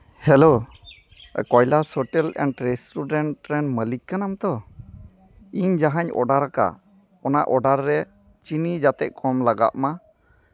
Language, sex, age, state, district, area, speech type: Santali, male, 30-45, West Bengal, Malda, rural, spontaneous